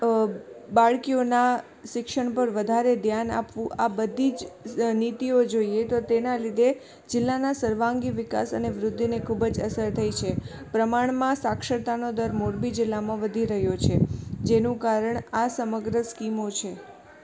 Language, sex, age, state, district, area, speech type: Gujarati, female, 18-30, Gujarat, Morbi, urban, spontaneous